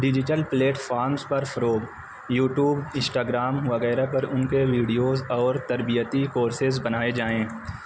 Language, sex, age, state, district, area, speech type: Urdu, male, 30-45, Uttar Pradesh, Azamgarh, rural, spontaneous